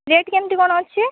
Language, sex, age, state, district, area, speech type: Odia, female, 18-30, Odisha, Sambalpur, rural, conversation